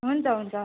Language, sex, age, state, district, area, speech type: Nepali, female, 18-30, West Bengal, Jalpaiguri, rural, conversation